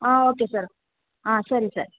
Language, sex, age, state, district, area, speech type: Kannada, female, 18-30, Karnataka, Hassan, rural, conversation